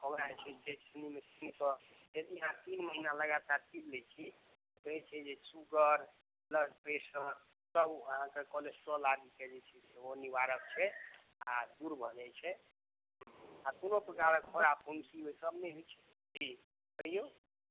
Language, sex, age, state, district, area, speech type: Maithili, male, 45-60, Bihar, Supaul, rural, conversation